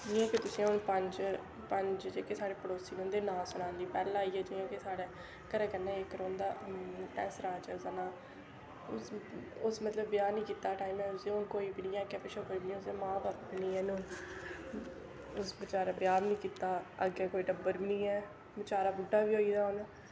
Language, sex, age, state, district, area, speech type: Dogri, female, 18-30, Jammu and Kashmir, Udhampur, rural, spontaneous